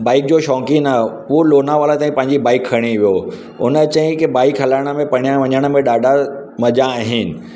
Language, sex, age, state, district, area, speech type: Sindhi, male, 45-60, Maharashtra, Mumbai Suburban, urban, spontaneous